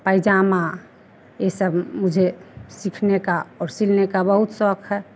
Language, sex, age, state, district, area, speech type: Hindi, female, 60+, Bihar, Begusarai, rural, spontaneous